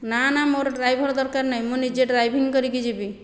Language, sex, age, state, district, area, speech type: Odia, female, 45-60, Odisha, Khordha, rural, spontaneous